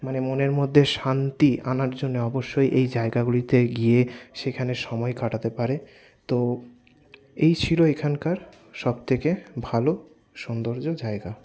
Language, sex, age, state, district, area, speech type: Bengali, male, 60+, West Bengal, Paschim Bardhaman, urban, spontaneous